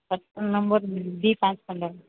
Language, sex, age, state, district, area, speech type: Odia, female, 30-45, Odisha, Koraput, urban, conversation